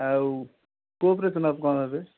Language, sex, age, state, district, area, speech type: Odia, male, 45-60, Odisha, Kendujhar, urban, conversation